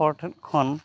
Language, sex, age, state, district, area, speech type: Santali, male, 45-60, Odisha, Mayurbhanj, rural, spontaneous